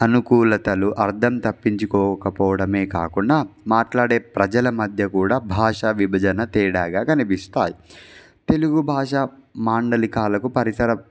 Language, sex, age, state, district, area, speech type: Telugu, male, 18-30, Andhra Pradesh, Palnadu, rural, spontaneous